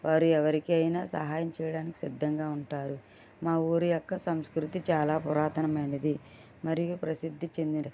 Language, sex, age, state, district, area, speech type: Telugu, female, 60+, Andhra Pradesh, East Godavari, rural, spontaneous